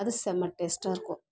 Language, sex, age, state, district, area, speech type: Tamil, female, 30-45, Tamil Nadu, Dharmapuri, rural, spontaneous